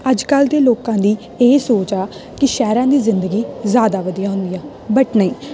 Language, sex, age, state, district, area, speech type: Punjabi, female, 18-30, Punjab, Tarn Taran, rural, spontaneous